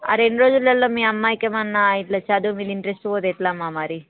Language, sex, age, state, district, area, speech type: Telugu, female, 18-30, Telangana, Hyderabad, urban, conversation